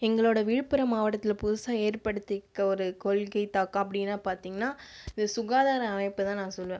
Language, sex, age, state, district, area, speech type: Tamil, female, 30-45, Tamil Nadu, Viluppuram, rural, spontaneous